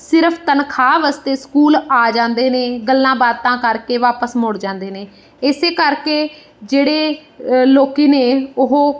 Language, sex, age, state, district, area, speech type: Punjabi, female, 30-45, Punjab, Bathinda, urban, spontaneous